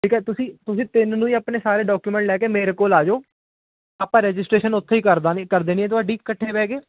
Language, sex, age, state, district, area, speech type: Punjabi, male, 18-30, Punjab, Ludhiana, urban, conversation